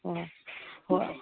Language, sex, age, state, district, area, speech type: Manipuri, female, 60+, Manipur, Imphal East, rural, conversation